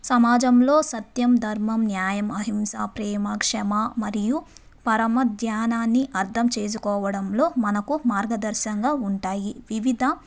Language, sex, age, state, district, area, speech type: Telugu, female, 30-45, Andhra Pradesh, Nellore, urban, spontaneous